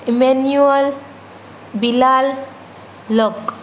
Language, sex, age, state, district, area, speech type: Gujarati, female, 18-30, Gujarat, Rajkot, urban, spontaneous